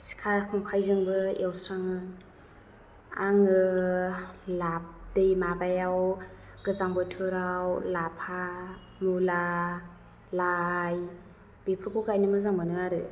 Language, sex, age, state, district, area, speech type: Bodo, female, 30-45, Assam, Chirang, urban, spontaneous